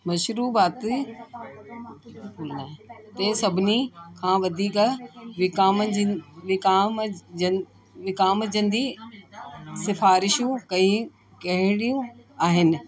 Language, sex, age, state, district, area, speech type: Sindhi, female, 60+, Delhi, South Delhi, urban, read